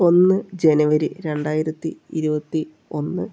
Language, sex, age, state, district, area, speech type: Malayalam, male, 30-45, Kerala, Palakkad, rural, spontaneous